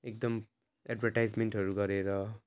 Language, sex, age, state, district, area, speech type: Nepali, male, 18-30, West Bengal, Jalpaiguri, rural, spontaneous